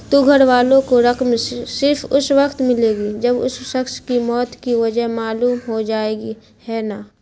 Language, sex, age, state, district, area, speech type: Urdu, female, 30-45, Bihar, Khagaria, rural, read